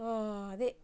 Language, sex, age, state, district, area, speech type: Telugu, female, 30-45, Andhra Pradesh, Sri Balaji, rural, spontaneous